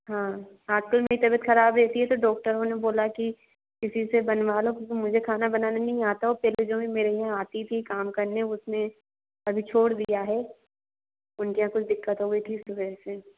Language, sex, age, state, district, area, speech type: Hindi, female, 45-60, Madhya Pradesh, Bhopal, urban, conversation